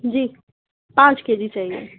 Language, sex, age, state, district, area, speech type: Urdu, female, 18-30, Uttar Pradesh, Balrampur, rural, conversation